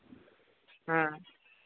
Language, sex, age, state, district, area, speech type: Santali, male, 18-30, Jharkhand, Pakur, rural, conversation